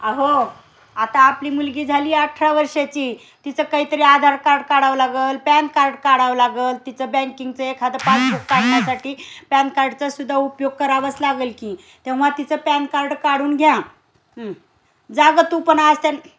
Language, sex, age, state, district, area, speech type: Marathi, female, 45-60, Maharashtra, Osmanabad, rural, spontaneous